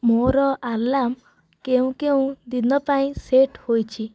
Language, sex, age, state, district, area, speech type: Odia, female, 18-30, Odisha, Nayagarh, rural, read